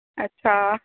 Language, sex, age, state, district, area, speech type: Punjabi, female, 18-30, Punjab, Mohali, urban, conversation